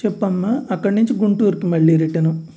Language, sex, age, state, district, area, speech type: Telugu, male, 45-60, Andhra Pradesh, Guntur, urban, spontaneous